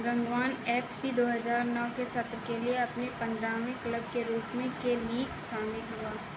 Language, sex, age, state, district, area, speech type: Hindi, female, 45-60, Uttar Pradesh, Ayodhya, rural, read